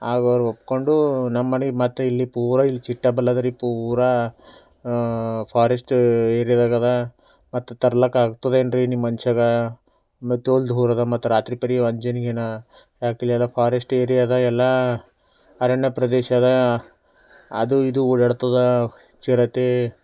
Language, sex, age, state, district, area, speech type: Kannada, male, 18-30, Karnataka, Bidar, urban, spontaneous